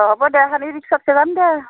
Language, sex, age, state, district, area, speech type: Assamese, female, 45-60, Assam, Barpeta, rural, conversation